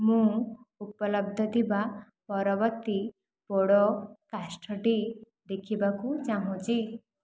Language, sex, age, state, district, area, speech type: Odia, female, 18-30, Odisha, Khordha, rural, read